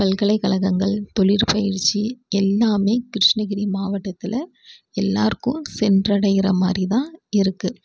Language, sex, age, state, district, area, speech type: Tamil, female, 18-30, Tamil Nadu, Krishnagiri, rural, spontaneous